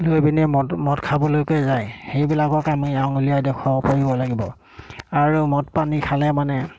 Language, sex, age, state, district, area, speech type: Assamese, male, 60+, Assam, Golaghat, rural, spontaneous